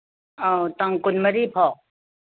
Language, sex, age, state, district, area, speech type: Manipuri, female, 60+, Manipur, Ukhrul, rural, conversation